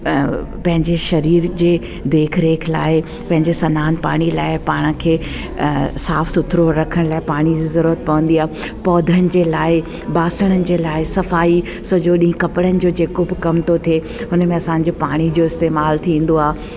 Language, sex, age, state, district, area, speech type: Sindhi, female, 45-60, Delhi, South Delhi, urban, spontaneous